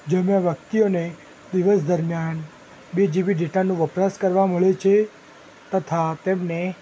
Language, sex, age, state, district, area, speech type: Gujarati, female, 18-30, Gujarat, Ahmedabad, urban, spontaneous